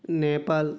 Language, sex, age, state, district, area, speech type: Telugu, male, 18-30, Andhra Pradesh, Kakinada, urban, spontaneous